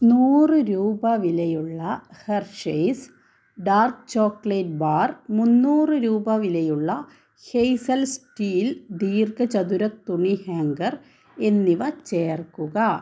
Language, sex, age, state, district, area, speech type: Malayalam, female, 30-45, Kerala, Kannur, urban, read